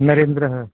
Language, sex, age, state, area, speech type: Sanskrit, male, 30-45, Rajasthan, rural, conversation